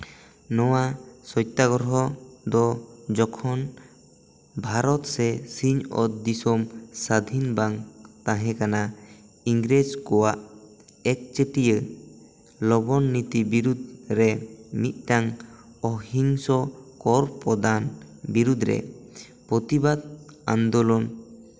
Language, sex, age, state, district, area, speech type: Santali, male, 18-30, West Bengal, Bankura, rural, spontaneous